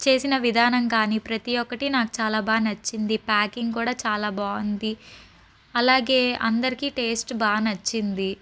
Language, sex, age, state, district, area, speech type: Telugu, female, 30-45, Andhra Pradesh, Palnadu, urban, spontaneous